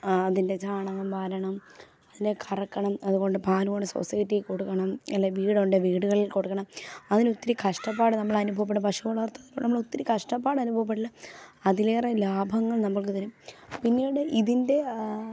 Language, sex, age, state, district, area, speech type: Malayalam, female, 18-30, Kerala, Pathanamthitta, rural, spontaneous